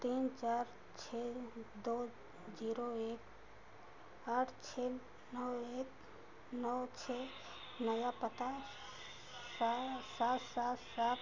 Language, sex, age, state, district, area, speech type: Hindi, female, 60+, Uttar Pradesh, Ayodhya, urban, read